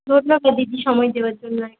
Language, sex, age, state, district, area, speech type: Bengali, female, 30-45, West Bengal, Purulia, rural, conversation